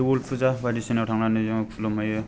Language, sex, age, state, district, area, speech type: Bodo, male, 30-45, Assam, Kokrajhar, rural, spontaneous